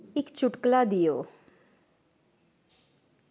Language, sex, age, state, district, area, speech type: Dogri, female, 30-45, Jammu and Kashmir, Udhampur, urban, read